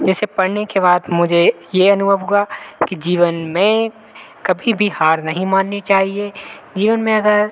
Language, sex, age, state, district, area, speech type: Hindi, male, 30-45, Madhya Pradesh, Hoshangabad, rural, spontaneous